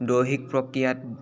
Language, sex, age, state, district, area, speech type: Assamese, male, 18-30, Assam, Dibrugarh, urban, spontaneous